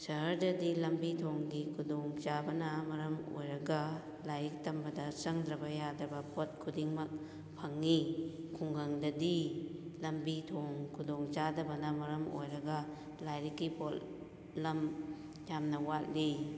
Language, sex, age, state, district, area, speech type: Manipuri, female, 45-60, Manipur, Kakching, rural, spontaneous